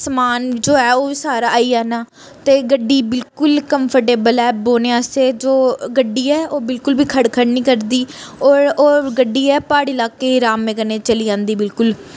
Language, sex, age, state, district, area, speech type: Dogri, female, 18-30, Jammu and Kashmir, Reasi, urban, spontaneous